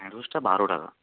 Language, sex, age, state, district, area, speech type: Bengali, male, 60+, West Bengal, Purba Medinipur, rural, conversation